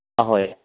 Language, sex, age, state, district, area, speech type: Manipuri, male, 45-60, Manipur, Kakching, rural, conversation